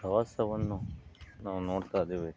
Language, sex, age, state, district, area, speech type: Kannada, male, 45-60, Karnataka, Bangalore Rural, urban, spontaneous